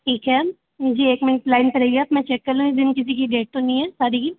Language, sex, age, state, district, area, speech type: Hindi, female, 18-30, Uttar Pradesh, Bhadohi, rural, conversation